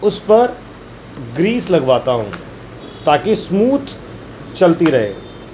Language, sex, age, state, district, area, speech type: Urdu, male, 45-60, Uttar Pradesh, Gautam Buddha Nagar, urban, spontaneous